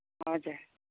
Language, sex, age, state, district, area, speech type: Nepali, female, 45-60, West Bengal, Kalimpong, rural, conversation